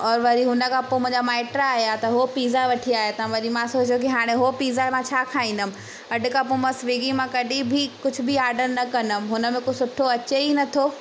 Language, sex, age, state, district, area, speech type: Sindhi, female, 18-30, Madhya Pradesh, Katni, rural, spontaneous